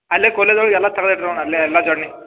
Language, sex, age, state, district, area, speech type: Kannada, male, 30-45, Karnataka, Belgaum, rural, conversation